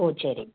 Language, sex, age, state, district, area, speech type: Tamil, female, 60+, Tamil Nadu, Salem, rural, conversation